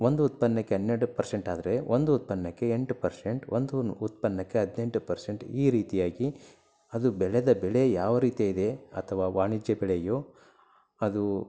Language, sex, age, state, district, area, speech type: Kannada, male, 30-45, Karnataka, Koppal, rural, spontaneous